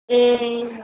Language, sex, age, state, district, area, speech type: Nepali, female, 30-45, West Bengal, Darjeeling, rural, conversation